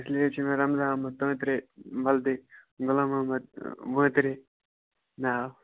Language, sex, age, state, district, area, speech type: Kashmiri, male, 18-30, Jammu and Kashmir, Baramulla, rural, conversation